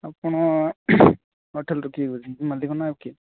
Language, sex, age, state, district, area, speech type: Odia, male, 18-30, Odisha, Nabarangpur, urban, conversation